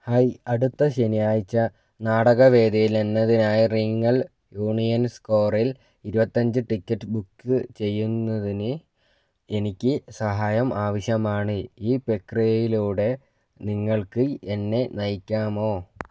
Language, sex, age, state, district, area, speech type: Malayalam, male, 18-30, Kerala, Wayanad, rural, read